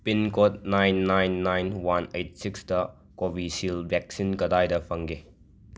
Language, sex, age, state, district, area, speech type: Manipuri, male, 30-45, Manipur, Imphal West, urban, read